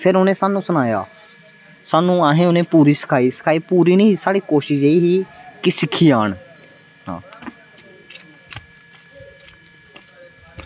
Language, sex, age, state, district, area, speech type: Dogri, male, 18-30, Jammu and Kashmir, Samba, rural, spontaneous